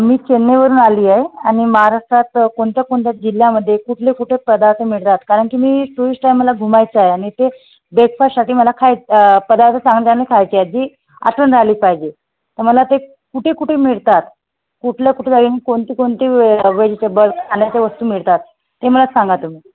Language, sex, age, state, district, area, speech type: Marathi, female, 30-45, Maharashtra, Nagpur, urban, conversation